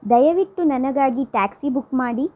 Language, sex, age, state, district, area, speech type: Kannada, female, 30-45, Karnataka, Udupi, rural, read